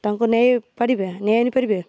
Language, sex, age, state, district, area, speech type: Odia, female, 30-45, Odisha, Malkangiri, urban, spontaneous